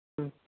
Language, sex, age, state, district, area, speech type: Tamil, male, 18-30, Tamil Nadu, Tiruvarur, rural, conversation